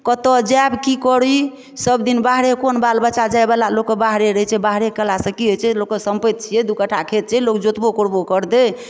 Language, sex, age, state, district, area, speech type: Maithili, female, 45-60, Bihar, Darbhanga, rural, spontaneous